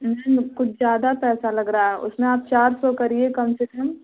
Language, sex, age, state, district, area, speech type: Hindi, female, 18-30, Uttar Pradesh, Azamgarh, rural, conversation